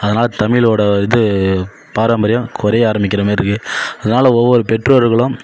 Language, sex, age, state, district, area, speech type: Tamil, male, 30-45, Tamil Nadu, Kallakurichi, urban, spontaneous